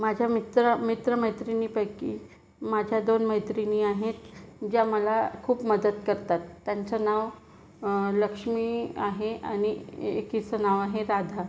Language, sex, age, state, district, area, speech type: Marathi, female, 30-45, Maharashtra, Gondia, rural, spontaneous